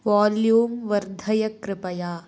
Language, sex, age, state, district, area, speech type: Sanskrit, female, 18-30, Karnataka, Uttara Kannada, rural, read